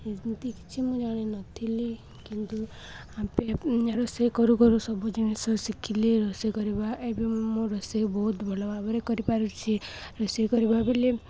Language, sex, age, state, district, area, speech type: Odia, female, 18-30, Odisha, Balangir, urban, spontaneous